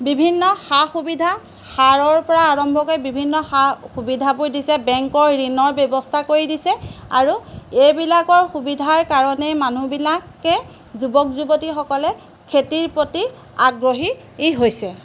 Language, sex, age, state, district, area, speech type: Assamese, female, 45-60, Assam, Golaghat, rural, spontaneous